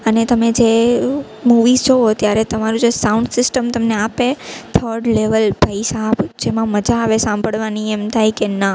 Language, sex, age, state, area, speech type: Gujarati, female, 18-30, Gujarat, urban, spontaneous